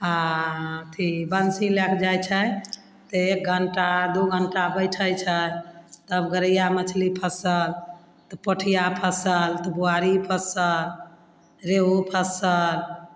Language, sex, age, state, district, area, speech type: Maithili, female, 45-60, Bihar, Begusarai, rural, spontaneous